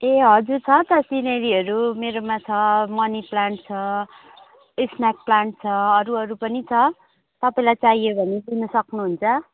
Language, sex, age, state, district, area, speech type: Nepali, female, 45-60, West Bengal, Jalpaiguri, urban, conversation